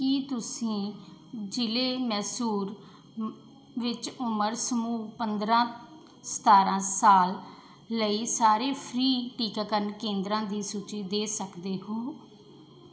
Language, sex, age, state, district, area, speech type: Punjabi, female, 30-45, Punjab, Mansa, urban, read